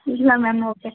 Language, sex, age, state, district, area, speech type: Kannada, female, 18-30, Karnataka, Hassan, urban, conversation